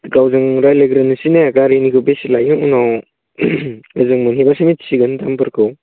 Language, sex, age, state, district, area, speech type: Bodo, male, 18-30, Assam, Baksa, rural, conversation